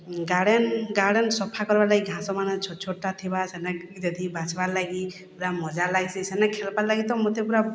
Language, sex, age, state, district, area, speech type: Odia, female, 45-60, Odisha, Boudh, rural, spontaneous